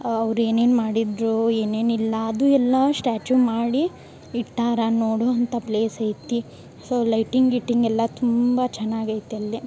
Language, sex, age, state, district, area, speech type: Kannada, female, 18-30, Karnataka, Gadag, urban, spontaneous